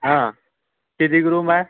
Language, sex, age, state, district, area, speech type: Marathi, male, 18-30, Maharashtra, Nagpur, rural, conversation